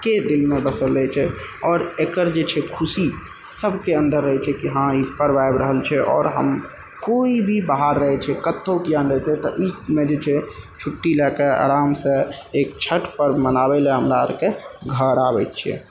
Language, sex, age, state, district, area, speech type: Maithili, male, 30-45, Bihar, Purnia, rural, spontaneous